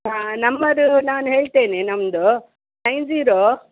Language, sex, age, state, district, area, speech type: Kannada, female, 60+, Karnataka, Udupi, rural, conversation